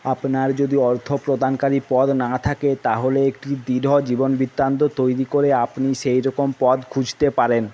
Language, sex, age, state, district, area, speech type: Bengali, male, 30-45, West Bengal, Jhargram, rural, read